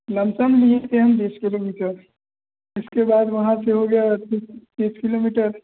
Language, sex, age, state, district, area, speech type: Hindi, male, 18-30, Bihar, Madhepura, rural, conversation